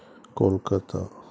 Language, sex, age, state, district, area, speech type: Telugu, male, 30-45, Andhra Pradesh, Krishna, urban, spontaneous